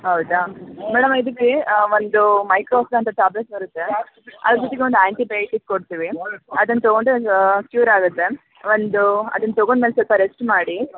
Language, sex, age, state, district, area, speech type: Kannada, female, 18-30, Karnataka, Hassan, urban, conversation